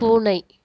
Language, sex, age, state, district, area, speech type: Tamil, female, 45-60, Tamil Nadu, Viluppuram, rural, read